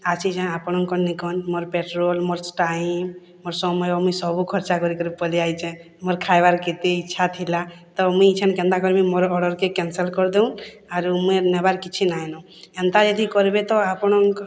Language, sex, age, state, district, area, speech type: Odia, female, 45-60, Odisha, Boudh, rural, spontaneous